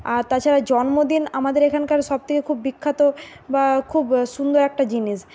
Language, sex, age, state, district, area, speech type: Bengali, female, 45-60, West Bengal, Bankura, urban, spontaneous